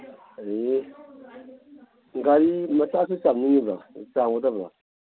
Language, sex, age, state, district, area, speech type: Manipuri, male, 60+, Manipur, Imphal East, rural, conversation